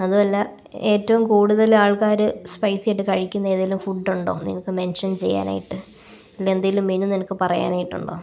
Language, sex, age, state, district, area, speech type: Malayalam, female, 18-30, Kerala, Kottayam, rural, spontaneous